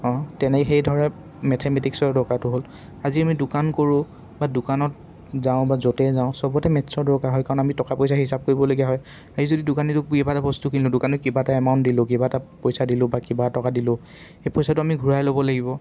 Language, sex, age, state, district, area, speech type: Assamese, male, 18-30, Assam, Dibrugarh, urban, spontaneous